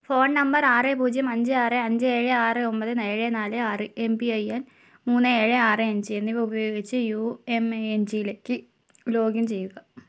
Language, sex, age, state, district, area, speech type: Malayalam, female, 30-45, Kerala, Kozhikode, urban, read